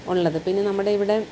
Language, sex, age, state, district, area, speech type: Malayalam, female, 30-45, Kerala, Kollam, urban, spontaneous